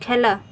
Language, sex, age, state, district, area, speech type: Bengali, female, 18-30, West Bengal, Jalpaiguri, rural, read